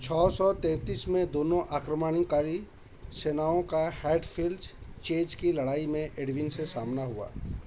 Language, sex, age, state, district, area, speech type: Hindi, male, 45-60, Madhya Pradesh, Chhindwara, rural, read